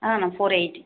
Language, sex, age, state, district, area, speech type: Tamil, female, 30-45, Tamil Nadu, Mayiladuthurai, urban, conversation